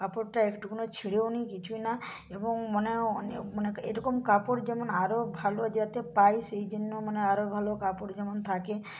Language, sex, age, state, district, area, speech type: Bengali, female, 45-60, West Bengal, Purba Medinipur, rural, spontaneous